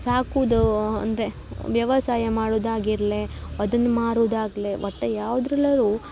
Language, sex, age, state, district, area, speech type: Kannada, female, 18-30, Karnataka, Uttara Kannada, rural, spontaneous